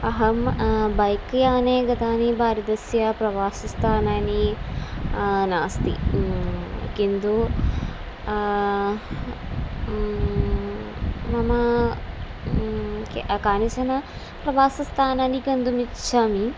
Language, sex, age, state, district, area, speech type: Sanskrit, female, 18-30, Kerala, Thrissur, rural, spontaneous